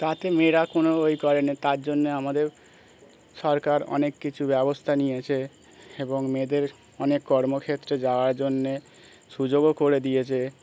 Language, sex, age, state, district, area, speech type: Bengali, male, 30-45, West Bengal, Birbhum, urban, spontaneous